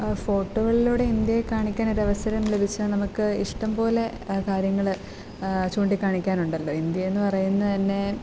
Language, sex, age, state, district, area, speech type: Malayalam, female, 18-30, Kerala, Kottayam, rural, spontaneous